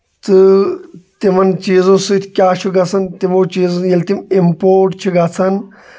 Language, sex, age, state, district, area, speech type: Kashmiri, male, 18-30, Jammu and Kashmir, Shopian, rural, spontaneous